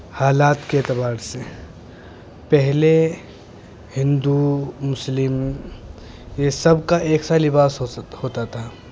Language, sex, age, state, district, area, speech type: Urdu, male, 18-30, Uttar Pradesh, Muzaffarnagar, urban, spontaneous